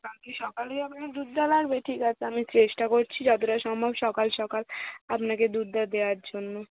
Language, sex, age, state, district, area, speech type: Bengali, female, 30-45, West Bengal, Hooghly, urban, conversation